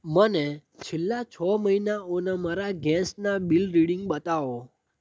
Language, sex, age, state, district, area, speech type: Gujarati, male, 18-30, Gujarat, Anand, rural, read